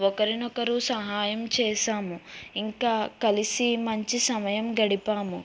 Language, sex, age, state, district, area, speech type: Telugu, female, 18-30, Andhra Pradesh, East Godavari, urban, spontaneous